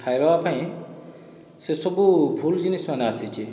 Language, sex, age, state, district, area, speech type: Odia, male, 45-60, Odisha, Boudh, rural, spontaneous